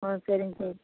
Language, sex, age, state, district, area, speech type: Tamil, female, 18-30, Tamil Nadu, Thoothukudi, urban, conversation